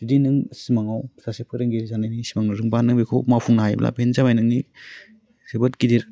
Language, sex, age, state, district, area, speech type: Bodo, male, 18-30, Assam, Udalguri, rural, spontaneous